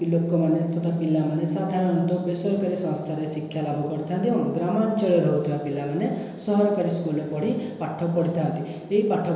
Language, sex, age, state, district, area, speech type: Odia, male, 18-30, Odisha, Khordha, rural, spontaneous